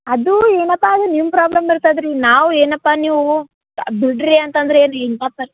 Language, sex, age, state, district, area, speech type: Kannada, female, 18-30, Karnataka, Gulbarga, urban, conversation